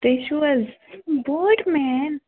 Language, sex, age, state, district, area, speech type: Kashmiri, female, 30-45, Jammu and Kashmir, Baramulla, rural, conversation